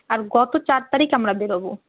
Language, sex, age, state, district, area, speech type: Bengali, female, 18-30, West Bengal, Malda, urban, conversation